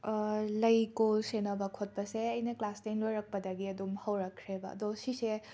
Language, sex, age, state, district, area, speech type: Manipuri, female, 18-30, Manipur, Imphal West, urban, spontaneous